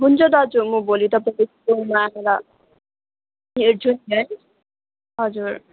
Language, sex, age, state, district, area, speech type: Nepali, female, 18-30, West Bengal, Darjeeling, rural, conversation